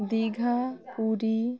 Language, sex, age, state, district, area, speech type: Bengali, female, 18-30, West Bengal, Birbhum, urban, spontaneous